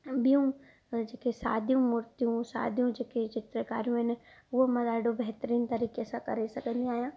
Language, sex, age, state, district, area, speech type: Sindhi, female, 30-45, Gujarat, Surat, urban, spontaneous